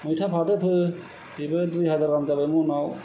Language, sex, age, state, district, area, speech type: Bodo, male, 60+, Assam, Kokrajhar, rural, spontaneous